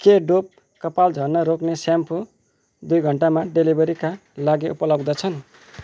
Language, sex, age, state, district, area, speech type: Nepali, male, 30-45, West Bengal, Kalimpong, rural, read